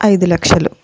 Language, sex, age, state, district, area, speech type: Telugu, female, 30-45, Andhra Pradesh, Guntur, urban, spontaneous